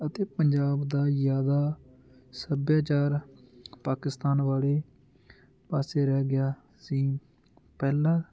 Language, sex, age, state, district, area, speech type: Punjabi, male, 18-30, Punjab, Barnala, rural, spontaneous